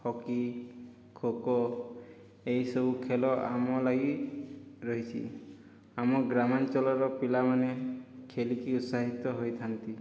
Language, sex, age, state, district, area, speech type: Odia, male, 30-45, Odisha, Boudh, rural, spontaneous